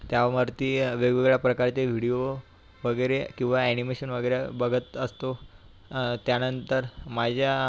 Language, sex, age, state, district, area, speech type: Marathi, male, 18-30, Maharashtra, Buldhana, urban, spontaneous